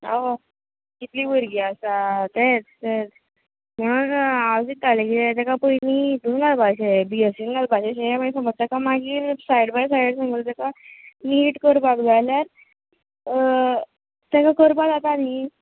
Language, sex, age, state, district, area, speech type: Goan Konkani, female, 30-45, Goa, Ponda, rural, conversation